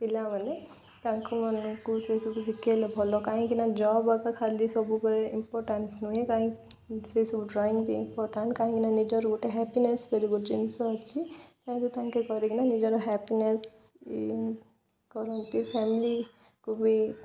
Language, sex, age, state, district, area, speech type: Odia, female, 18-30, Odisha, Koraput, urban, spontaneous